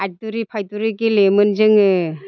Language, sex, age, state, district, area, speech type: Bodo, female, 45-60, Assam, Chirang, rural, spontaneous